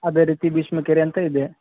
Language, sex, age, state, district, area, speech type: Kannada, male, 18-30, Karnataka, Gadag, rural, conversation